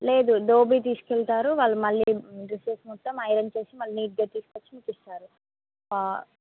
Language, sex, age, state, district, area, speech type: Telugu, female, 18-30, Telangana, Mahbubnagar, urban, conversation